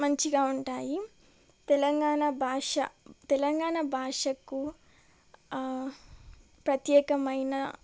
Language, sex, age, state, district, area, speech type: Telugu, female, 18-30, Telangana, Medak, urban, spontaneous